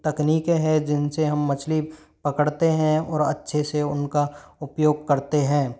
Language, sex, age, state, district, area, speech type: Hindi, male, 45-60, Rajasthan, Karauli, rural, spontaneous